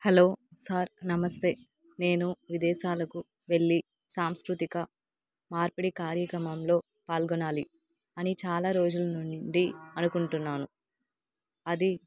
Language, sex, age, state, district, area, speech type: Telugu, female, 30-45, Andhra Pradesh, Nandyal, urban, spontaneous